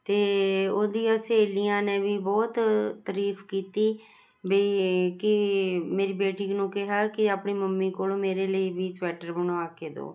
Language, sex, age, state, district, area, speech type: Punjabi, female, 45-60, Punjab, Jalandhar, urban, spontaneous